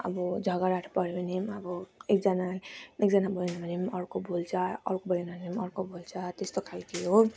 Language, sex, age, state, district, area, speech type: Nepali, female, 30-45, West Bengal, Darjeeling, rural, spontaneous